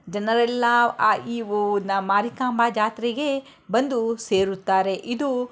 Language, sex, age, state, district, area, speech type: Kannada, female, 30-45, Karnataka, Shimoga, rural, spontaneous